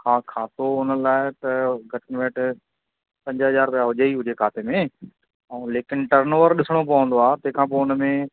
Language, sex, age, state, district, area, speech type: Sindhi, male, 30-45, Madhya Pradesh, Katni, urban, conversation